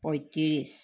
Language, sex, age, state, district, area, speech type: Assamese, female, 60+, Assam, Sivasagar, urban, spontaneous